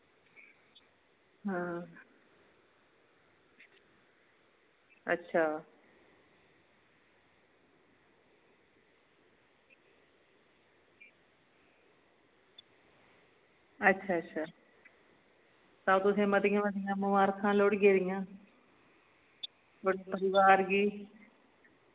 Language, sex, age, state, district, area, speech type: Dogri, female, 45-60, Jammu and Kashmir, Kathua, rural, conversation